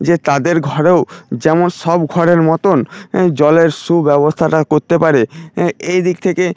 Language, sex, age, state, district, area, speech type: Bengali, male, 45-60, West Bengal, Paschim Medinipur, rural, spontaneous